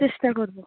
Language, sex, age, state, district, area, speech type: Bengali, female, 30-45, West Bengal, Dakshin Dinajpur, urban, conversation